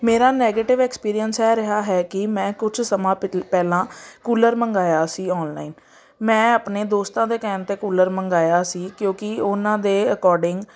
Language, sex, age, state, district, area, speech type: Punjabi, female, 30-45, Punjab, Amritsar, urban, spontaneous